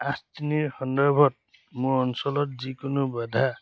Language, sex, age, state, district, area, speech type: Assamese, male, 30-45, Assam, Dhemaji, rural, read